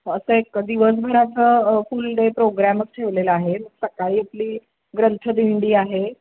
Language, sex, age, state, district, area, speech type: Marathi, female, 45-60, Maharashtra, Sangli, urban, conversation